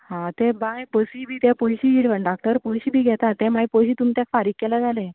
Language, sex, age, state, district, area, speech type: Goan Konkani, female, 30-45, Goa, Canacona, rural, conversation